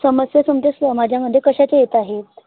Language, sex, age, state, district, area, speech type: Marathi, female, 18-30, Maharashtra, Bhandara, rural, conversation